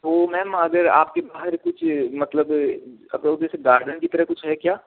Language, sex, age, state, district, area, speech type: Hindi, male, 60+, Rajasthan, Jaipur, urban, conversation